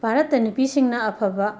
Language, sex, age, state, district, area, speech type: Manipuri, female, 45-60, Manipur, Imphal West, urban, spontaneous